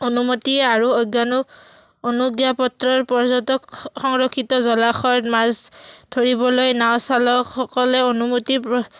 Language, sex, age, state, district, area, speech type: Assamese, female, 18-30, Assam, Udalguri, rural, spontaneous